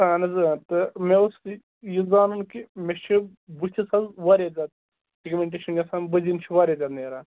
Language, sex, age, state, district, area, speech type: Kashmiri, male, 18-30, Jammu and Kashmir, Budgam, rural, conversation